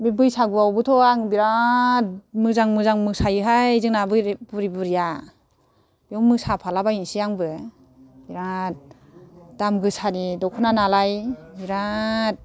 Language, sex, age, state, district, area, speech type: Bodo, female, 60+, Assam, Udalguri, rural, spontaneous